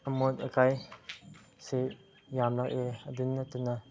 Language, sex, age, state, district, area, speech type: Manipuri, male, 18-30, Manipur, Chandel, rural, spontaneous